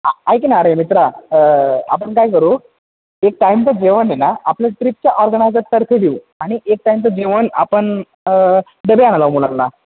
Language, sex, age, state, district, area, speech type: Marathi, male, 18-30, Maharashtra, Ahmednagar, rural, conversation